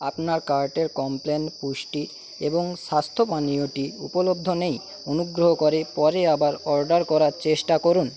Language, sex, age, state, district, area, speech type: Bengali, male, 45-60, West Bengal, Paschim Medinipur, rural, read